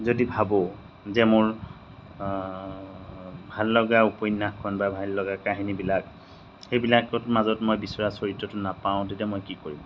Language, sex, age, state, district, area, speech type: Assamese, male, 30-45, Assam, Majuli, urban, spontaneous